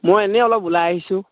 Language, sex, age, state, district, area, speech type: Assamese, male, 18-30, Assam, Dhemaji, rural, conversation